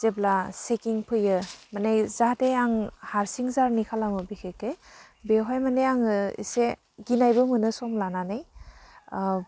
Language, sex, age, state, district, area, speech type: Bodo, female, 30-45, Assam, Udalguri, urban, spontaneous